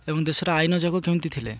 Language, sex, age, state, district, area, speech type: Odia, male, 30-45, Odisha, Malkangiri, urban, spontaneous